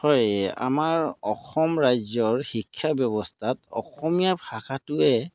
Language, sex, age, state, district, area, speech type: Assamese, male, 60+, Assam, Golaghat, urban, spontaneous